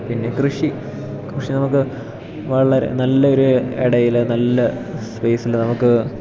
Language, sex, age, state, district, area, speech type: Malayalam, male, 18-30, Kerala, Idukki, rural, spontaneous